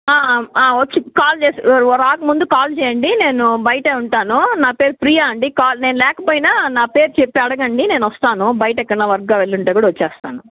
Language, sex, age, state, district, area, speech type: Telugu, female, 60+, Andhra Pradesh, Chittoor, rural, conversation